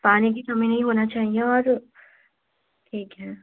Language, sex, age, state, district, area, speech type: Hindi, female, 18-30, Madhya Pradesh, Chhindwara, urban, conversation